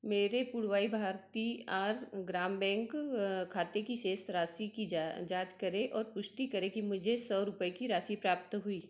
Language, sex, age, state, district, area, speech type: Hindi, female, 45-60, Madhya Pradesh, Betul, urban, read